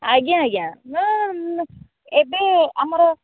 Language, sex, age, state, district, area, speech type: Odia, female, 30-45, Odisha, Jagatsinghpur, rural, conversation